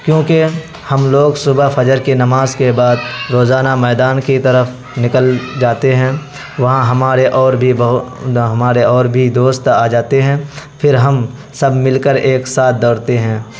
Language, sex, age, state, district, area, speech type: Urdu, male, 18-30, Bihar, Araria, rural, spontaneous